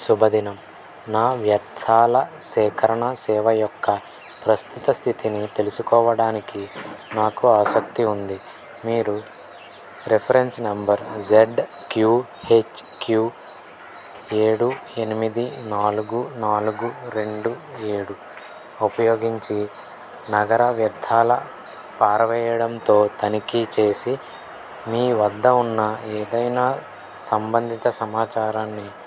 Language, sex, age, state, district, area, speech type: Telugu, male, 18-30, Andhra Pradesh, N T Rama Rao, urban, read